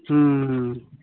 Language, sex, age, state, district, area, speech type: Odia, male, 45-60, Odisha, Nabarangpur, rural, conversation